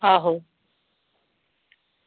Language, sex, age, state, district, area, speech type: Dogri, female, 30-45, Jammu and Kashmir, Samba, rural, conversation